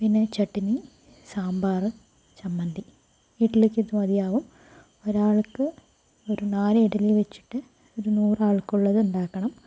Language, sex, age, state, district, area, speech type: Malayalam, female, 30-45, Kerala, Palakkad, rural, spontaneous